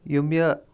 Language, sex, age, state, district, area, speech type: Kashmiri, male, 30-45, Jammu and Kashmir, Kupwara, rural, spontaneous